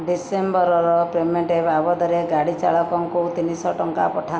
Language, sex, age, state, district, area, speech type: Odia, female, 45-60, Odisha, Jajpur, rural, read